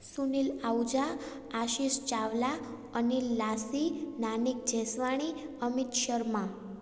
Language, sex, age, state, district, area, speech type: Sindhi, female, 18-30, Gujarat, Junagadh, rural, spontaneous